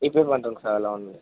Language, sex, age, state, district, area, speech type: Tamil, male, 18-30, Tamil Nadu, Vellore, rural, conversation